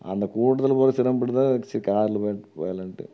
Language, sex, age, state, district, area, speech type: Tamil, male, 45-60, Tamil Nadu, Erode, urban, spontaneous